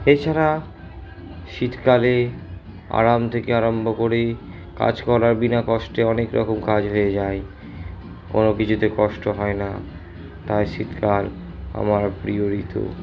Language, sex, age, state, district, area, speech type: Bengali, male, 60+, West Bengal, Purba Bardhaman, urban, spontaneous